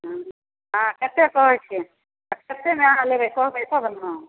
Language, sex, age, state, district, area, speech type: Maithili, female, 45-60, Bihar, Samastipur, rural, conversation